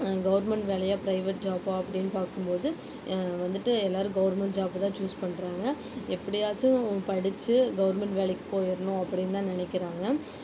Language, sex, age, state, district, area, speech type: Tamil, female, 18-30, Tamil Nadu, Erode, rural, spontaneous